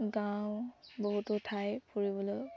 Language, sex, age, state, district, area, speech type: Assamese, female, 18-30, Assam, Dibrugarh, rural, spontaneous